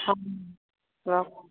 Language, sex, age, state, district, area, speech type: Odia, female, 18-30, Odisha, Balangir, urban, conversation